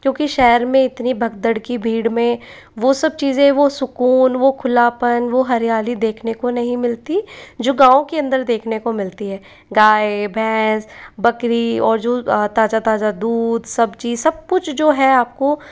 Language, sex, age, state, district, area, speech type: Hindi, female, 60+, Rajasthan, Jaipur, urban, spontaneous